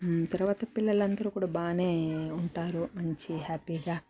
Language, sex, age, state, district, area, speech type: Telugu, female, 30-45, Andhra Pradesh, Sri Balaji, urban, spontaneous